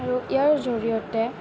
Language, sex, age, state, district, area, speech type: Assamese, female, 18-30, Assam, Goalpara, urban, spontaneous